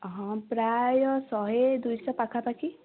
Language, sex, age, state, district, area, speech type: Odia, female, 18-30, Odisha, Ganjam, urban, conversation